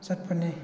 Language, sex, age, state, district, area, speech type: Manipuri, male, 18-30, Manipur, Thoubal, rural, spontaneous